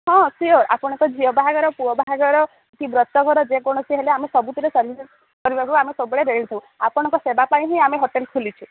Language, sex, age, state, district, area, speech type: Odia, female, 30-45, Odisha, Sambalpur, rural, conversation